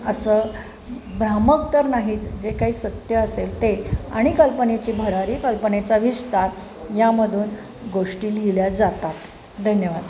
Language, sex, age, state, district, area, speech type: Marathi, female, 60+, Maharashtra, Pune, urban, spontaneous